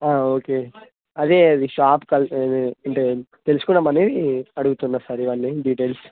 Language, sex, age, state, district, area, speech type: Telugu, male, 18-30, Telangana, Nalgonda, urban, conversation